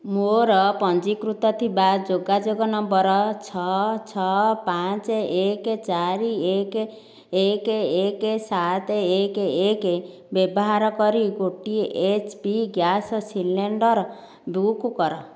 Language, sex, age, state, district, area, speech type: Odia, female, 60+, Odisha, Dhenkanal, rural, read